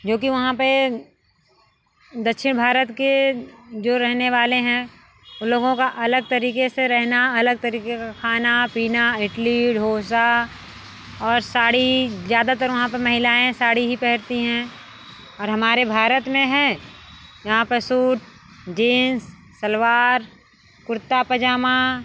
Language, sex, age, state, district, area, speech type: Hindi, female, 45-60, Uttar Pradesh, Mirzapur, rural, spontaneous